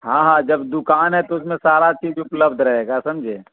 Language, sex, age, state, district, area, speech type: Urdu, male, 45-60, Bihar, Supaul, rural, conversation